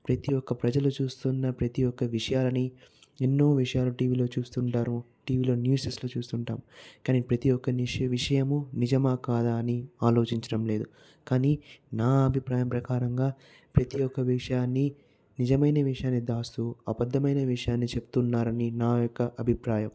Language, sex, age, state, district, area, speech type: Telugu, male, 45-60, Andhra Pradesh, Chittoor, rural, spontaneous